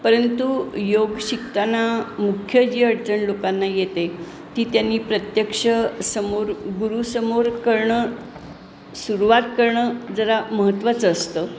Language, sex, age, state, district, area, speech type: Marathi, female, 60+, Maharashtra, Pune, urban, spontaneous